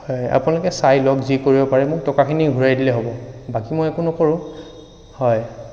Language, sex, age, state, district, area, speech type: Assamese, male, 30-45, Assam, Sonitpur, rural, spontaneous